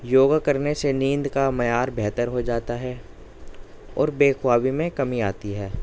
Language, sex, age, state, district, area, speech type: Urdu, male, 18-30, Delhi, East Delhi, rural, spontaneous